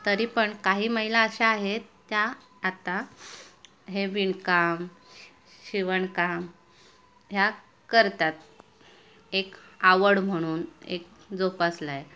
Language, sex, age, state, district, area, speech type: Marathi, female, 30-45, Maharashtra, Ratnagiri, rural, spontaneous